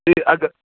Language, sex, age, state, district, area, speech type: Kashmiri, male, 30-45, Jammu and Kashmir, Srinagar, urban, conversation